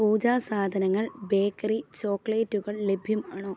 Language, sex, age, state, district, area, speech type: Malayalam, female, 18-30, Kerala, Pathanamthitta, rural, read